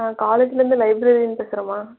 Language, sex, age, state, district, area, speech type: Tamil, female, 18-30, Tamil Nadu, Erode, rural, conversation